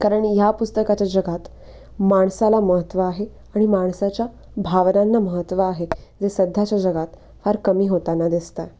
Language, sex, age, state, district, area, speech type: Marathi, female, 18-30, Maharashtra, Nashik, urban, spontaneous